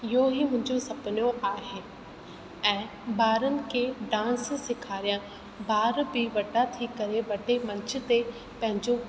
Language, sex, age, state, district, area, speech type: Sindhi, female, 18-30, Rajasthan, Ajmer, urban, spontaneous